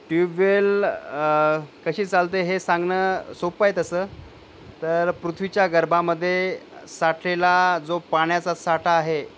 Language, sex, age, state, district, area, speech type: Marathi, male, 45-60, Maharashtra, Nanded, rural, spontaneous